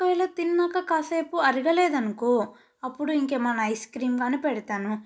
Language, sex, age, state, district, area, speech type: Telugu, female, 18-30, Telangana, Nalgonda, urban, spontaneous